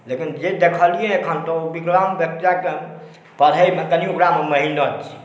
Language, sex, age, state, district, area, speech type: Maithili, male, 45-60, Bihar, Supaul, urban, spontaneous